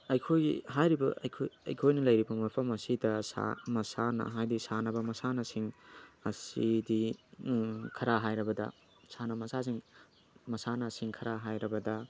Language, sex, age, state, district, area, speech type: Manipuri, male, 18-30, Manipur, Tengnoupal, rural, spontaneous